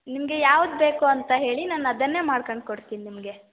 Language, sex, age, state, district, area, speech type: Kannada, female, 18-30, Karnataka, Chitradurga, rural, conversation